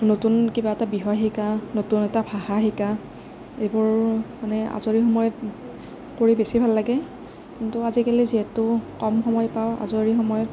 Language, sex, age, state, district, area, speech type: Assamese, female, 18-30, Assam, Nagaon, rural, spontaneous